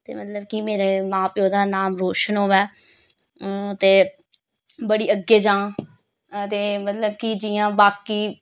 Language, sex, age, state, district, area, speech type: Dogri, female, 30-45, Jammu and Kashmir, Reasi, rural, spontaneous